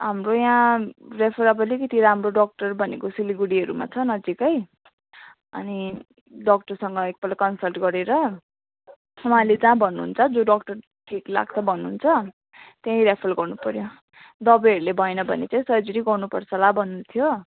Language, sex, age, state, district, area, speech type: Nepali, female, 18-30, West Bengal, Jalpaiguri, urban, conversation